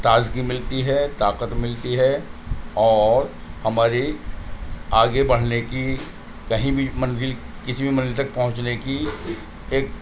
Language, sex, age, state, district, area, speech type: Urdu, male, 45-60, Delhi, North East Delhi, urban, spontaneous